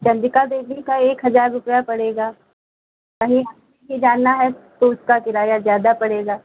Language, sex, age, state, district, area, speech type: Hindi, female, 45-60, Uttar Pradesh, Lucknow, rural, conversation